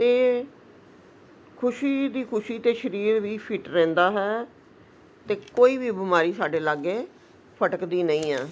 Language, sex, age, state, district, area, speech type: Punjabi, female, 60+, Punjab, Ludhiana, urban, spontaneous